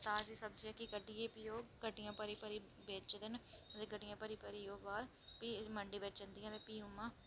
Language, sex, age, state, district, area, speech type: Dogri, female, 18-30, Jammu and Kashmir, Reasi, rural, spontaneous